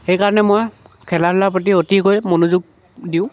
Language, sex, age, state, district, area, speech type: Assamese, male, 18-30, Assam, Lakhimpur, urban, spontaneous